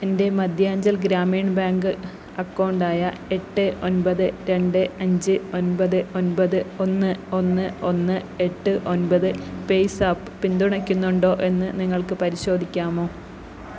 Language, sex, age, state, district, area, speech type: Malayalam, female, 30-45, Kerala, Kasaragod, rural, read